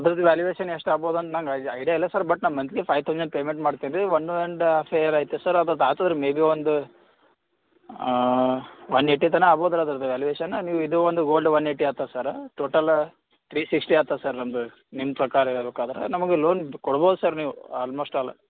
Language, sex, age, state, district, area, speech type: Kannada, male, 18-30, Karnataka, Gulbarga, urban, conversation